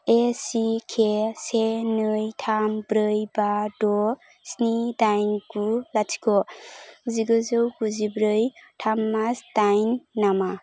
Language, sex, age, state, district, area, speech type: Bodo, female, 18-30, Assam, Kokrajhar, rural, read